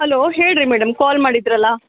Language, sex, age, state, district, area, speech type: Kannada, female, 30-45, Karnataka, Bellary, rural, conversation